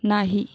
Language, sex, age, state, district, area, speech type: Marathi, female, 30-45, Maharashtra, Buldhana, rural, read